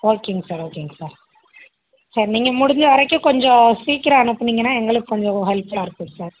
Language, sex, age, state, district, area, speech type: Tamil, female, 18-30, Tamil Nadu, Madurai, urban, conversation